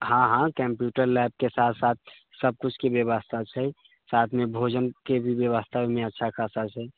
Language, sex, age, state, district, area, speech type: Maithili, male, 45-60, Bihar, Sitamarhi, rural, conversation